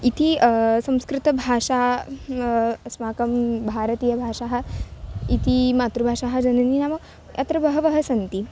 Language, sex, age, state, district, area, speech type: Sanskrit, female, 18-30, Maharashtra, Wardha, urban, spontaneous